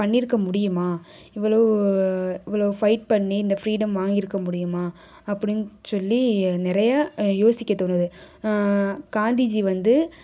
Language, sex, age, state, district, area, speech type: Tamil, female, 18-30, Tamil Nadu, Sivaganga, rural, spontaneous